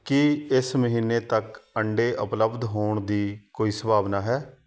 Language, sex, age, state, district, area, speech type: Punjabi, male, 30-45, Punjab, Shaheed Bhagat Singh Nagar, urban, read